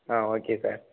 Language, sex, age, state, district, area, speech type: Tamil, male, 18-30, Tamil Nadu, Thanjavur, rural, conversation